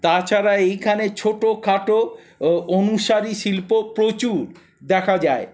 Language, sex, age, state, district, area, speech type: Bengali, male, 60+, West Bengal, Paschim Bardhaman, urban, spontaneous